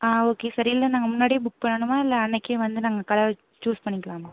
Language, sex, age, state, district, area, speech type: Tamil, female, 18-30, Tamil Nadu, Pudukkottai, rural, conversation